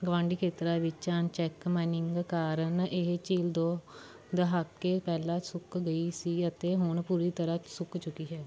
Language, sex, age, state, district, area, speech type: Punjabi, female, 18-30, Punjab, Fatehgarh Sahib, rural, read